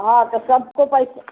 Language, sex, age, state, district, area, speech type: Hindi, female, 60+, Uttar Pradesh, Chandauli, rural, conversation